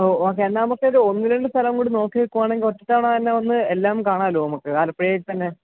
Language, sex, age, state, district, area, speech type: Malayalam, male, 30-45, Kerala, Alappuzha, rural, conversation